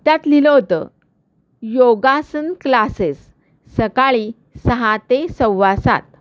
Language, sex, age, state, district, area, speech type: Marathi, female, 45-60, Maharashtra, Kolhapur, urban, spontaneous